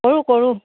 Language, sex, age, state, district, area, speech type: Assamese, female, 60+, Assam, Charaideo, urban, conversation